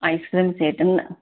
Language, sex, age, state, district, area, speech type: Sindhi, female, 45-60, Gujarat, Surat, urban, conversation